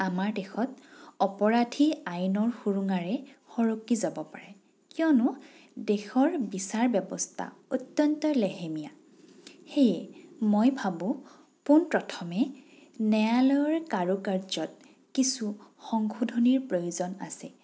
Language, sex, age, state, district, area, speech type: Assamese, female, 18-30, Assam, Morigaon, rural, spontaneous